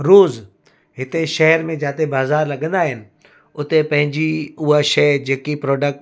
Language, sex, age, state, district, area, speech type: Sindhi, male, 45-60, Gujarat, Surat, urban, spontaneous